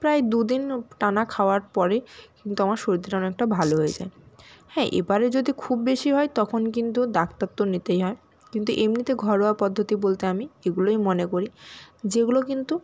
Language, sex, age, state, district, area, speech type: Bengali, female, 18-30, West Bengal, Purba Medinipur, rural, spontaneous